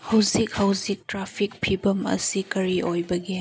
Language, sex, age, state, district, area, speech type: Manipuri, female, 30-45, Manipur, Chandel, rural, read